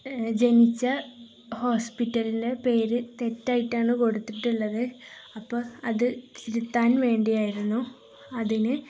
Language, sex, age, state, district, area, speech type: Malayalam, female, 30-45, Kerala, Kozhikode, rural, spontaneous